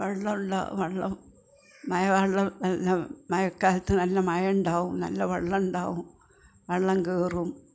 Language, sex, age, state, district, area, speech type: Malayalam, female, 60+, Kerala, Malappuram, rural, spontaneous